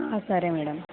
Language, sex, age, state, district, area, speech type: Telugu, female, 18-30, Andhra Pradesh, Nandyal, rural, conversation